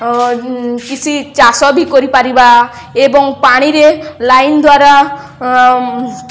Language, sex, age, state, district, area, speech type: Odia, female, 18-30, Odisha, Balangir, urban, spontaneous